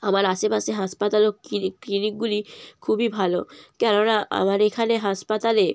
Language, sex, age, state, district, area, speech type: Bengali, female, 18-30, West Bengal, Jalpaiguri, rural, spontaneous